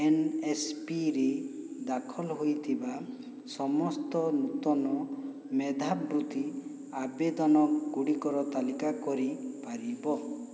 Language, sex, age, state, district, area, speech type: Odia, male, 60+, Odisha, Boudh, rural, read